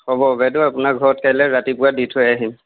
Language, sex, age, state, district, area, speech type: Assamese, male, 18-30, Assam, Lakhimpur, rural, conversation